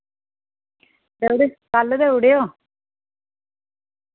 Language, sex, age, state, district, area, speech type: Dogri, female, 30-45, Jammu and Kashmir, Reasi, rural, conversation